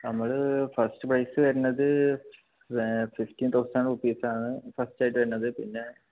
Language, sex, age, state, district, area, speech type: Malayalam, male, 18-30, Kerala, Palakkad, rural, conversation